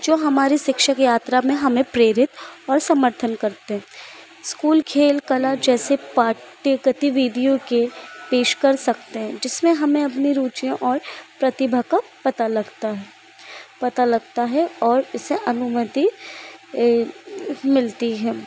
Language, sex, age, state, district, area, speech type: Hindi, female, 18-30, Madhya Pradesh, Chhindwara, urban, spontaneous